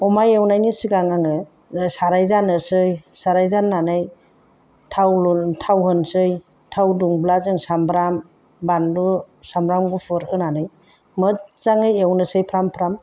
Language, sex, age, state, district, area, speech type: Bodo, female, 45-60, Assam, Chirang, rural, spontaneous